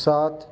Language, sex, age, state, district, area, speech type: Hindi, male, 18-30, Rajasthan, Nagaur, rural, read